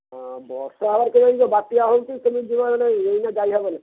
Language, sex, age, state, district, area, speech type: Odia, male, 60+, Odisha, Angul, rural, conversation